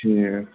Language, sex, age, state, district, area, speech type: Kashmiri, male, 18-30, Jammu and Kashmir, Shopian, rural, conversation